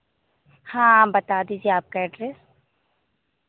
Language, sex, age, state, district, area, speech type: Hindi, female, 18-30, Madhya Pradesh, Hoshangabad, rural, conversation